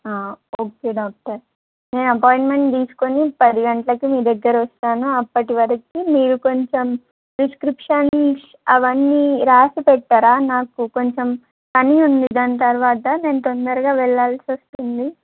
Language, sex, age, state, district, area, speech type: Telugu, female, 18-30, Telangana, Kamareddy, urban, conversation